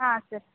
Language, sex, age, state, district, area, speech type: Kannada, female, 45-60, Karnataka, Tumkur, rural, conversation